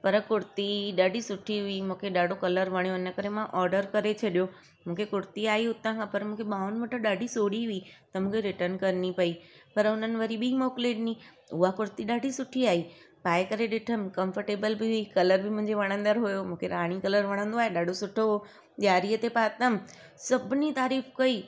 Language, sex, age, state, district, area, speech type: Sindhi, female, 30-45, Gujarat, Surat, urban, spontaneous